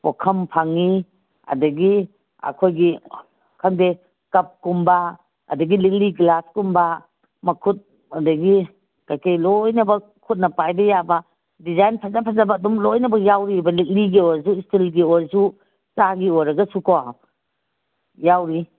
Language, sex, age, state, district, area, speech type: Manipuri, female, 45-60, Manipur, Kangpokpi, urban, conversation